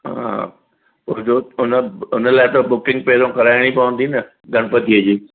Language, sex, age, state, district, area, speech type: Sindhi, male, 60+, Maharashtra, Thane, urban, conversation